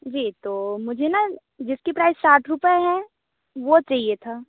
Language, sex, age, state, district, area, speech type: Hindi, female, 30-45, Madhya Pradesh, Balaghat, rural, conversation